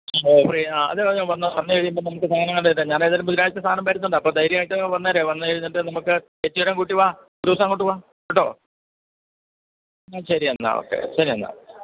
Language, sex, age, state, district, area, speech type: Malayalam, male, 60+, Kerala, Idukki, rural, conversation